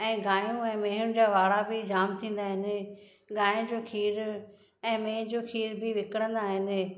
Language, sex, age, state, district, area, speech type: Sindhi, female, 45-60, Maharashtra, Thane, urban, spontaneous